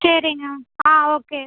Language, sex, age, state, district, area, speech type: Tamil, female, 18-30, Tamil Nadu, Tiruchirappalli, rural, conversation